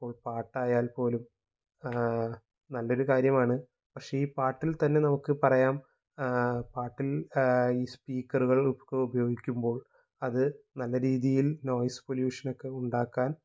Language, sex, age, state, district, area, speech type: Malayalam, male, 18-30, Kerala, Thrissur, urban, spontaneous